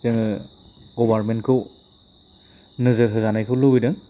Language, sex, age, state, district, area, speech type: Bodo, male, 30-45, Assam, Chirang, rural, spontaneous